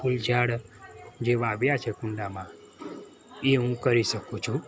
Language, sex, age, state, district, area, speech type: Gujarati, male, 30-45, Gujarat, Kheda, rural, spontaneous